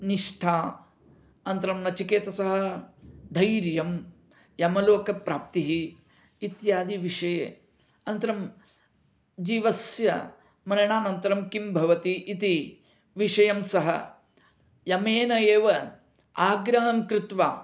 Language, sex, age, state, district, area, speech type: Sanskrit, male, 45-60, Karnataka, Dharwad, urban, spontaneous